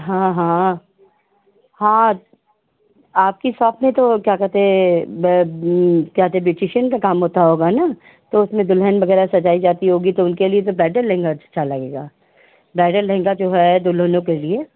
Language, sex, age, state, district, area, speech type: Hindi, female, 60+, Uttar Pradesh, Hardoi, rural, conversation